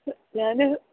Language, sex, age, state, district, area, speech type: Malayalam, female, 18-30, Kerala, Thrissur, rural, conversation